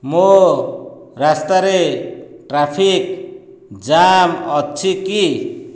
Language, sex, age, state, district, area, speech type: Odia, male, 45-60, Odisha, Dhenkanal, rural, read